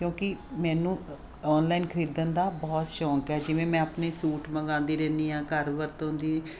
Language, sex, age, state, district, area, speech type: Punjabi, female, 45-60, Punjab, Fazilka, rural, spontaneous